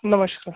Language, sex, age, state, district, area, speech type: Hindi, male, 18-30, Rajasthan, Bharatpur, urban, conversation